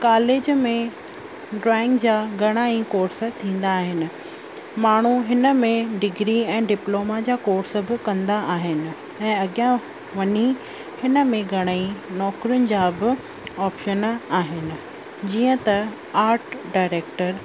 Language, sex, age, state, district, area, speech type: Sindhi, female, 30-45, Rajasthan, Ajmer, urban, spontaneous